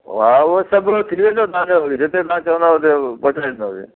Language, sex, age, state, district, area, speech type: Sindhi, male, 60+, Gujarat, Kutch, rural, conversation